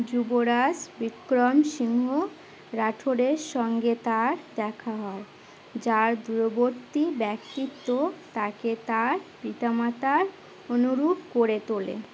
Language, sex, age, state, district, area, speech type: Bengali, female, 18-30, West Bengal, Uttar Dinajpur, urban, read